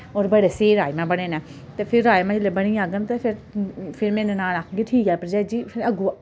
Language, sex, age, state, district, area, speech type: Dogri, female, 30-45, Jammu and Kashmir, Samba, urban, spontaneous